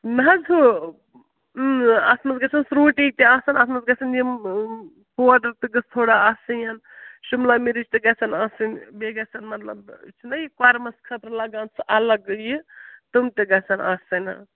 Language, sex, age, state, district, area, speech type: Kashmiri, female, 30-45, Jammu and Kashmir, Srinagar, rural, conversation